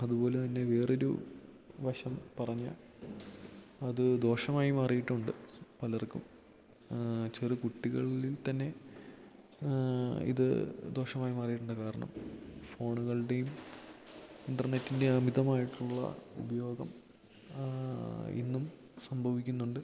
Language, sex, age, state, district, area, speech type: Malayalam, male, 18-30, Kerala, Idukki, rural, spontaneous